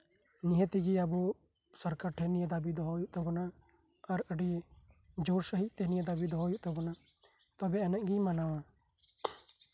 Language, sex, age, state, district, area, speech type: Santali, male, 18-30, West Bengal, Birbhum, rural, spontaneous